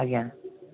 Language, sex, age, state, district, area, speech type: Odia, male, 18-30, Odisha, Balasore, rural, conversation